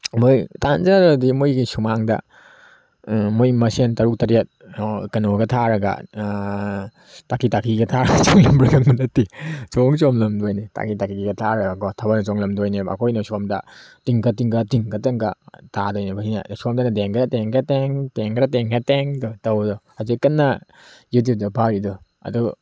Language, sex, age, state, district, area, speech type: Manipuri, male, 30-45, Manipur, Tengnoupal, urban, spontaneous